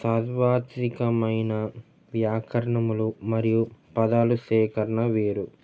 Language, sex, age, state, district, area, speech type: Telugu, male, 18-30, Andhra Pradesh, Nellore, rural, spontaneous